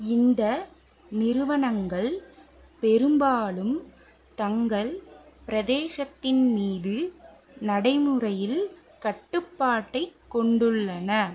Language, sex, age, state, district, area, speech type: Tamil, female, 18-30, Tamil Nadu, Pudukkottai, rural, read